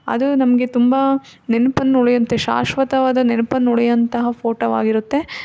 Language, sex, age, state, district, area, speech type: Kannada, female, 18-30, Karnataka, Davanagere, rural, spontaneous